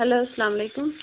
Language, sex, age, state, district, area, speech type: Kashmiri, female, 18-30, Jammu and Kashmir, Budgam, rural, conversation